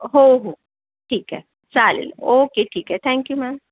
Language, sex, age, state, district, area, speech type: Marathi, female, 45-60, Maharashtra, Yavatmal, urban, conversation